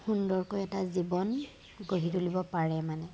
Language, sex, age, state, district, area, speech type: Assamese, female, 18-30, Assam, Jorhat, urban, spontaneous